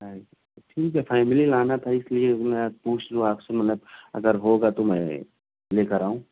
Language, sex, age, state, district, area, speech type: Urdu, male, 30-45, Maharashtra, Nashik, urban, conversation